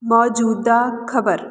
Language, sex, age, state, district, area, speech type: Punjabi, female, 30-45, Punjab, Jalandhar, rural, read